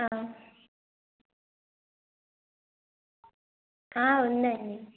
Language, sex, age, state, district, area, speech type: Telugu, female, 18-30, Andhra Pradesh, Annamaya, rural, conversation